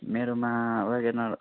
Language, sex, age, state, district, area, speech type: Nepali, male, 18-30, West Bengal, Jalpaiguri, rural, conversation